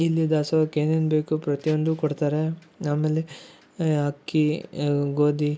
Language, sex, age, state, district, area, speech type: Kannada, male, 18-30, Karnataka, Koppal, rural, spontaneous